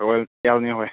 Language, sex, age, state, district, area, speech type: Manipuri, male, 18-30, Manipur, Senapati, rural, conversation